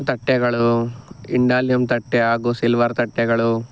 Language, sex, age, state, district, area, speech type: Kannada, male, 45-60, Karnataka, Chikkaballapur, rural, spontaneous